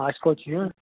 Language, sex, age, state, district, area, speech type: Kashmiri, male, 30-45, Jammu and Kashmir, Srinagar, urban, conversation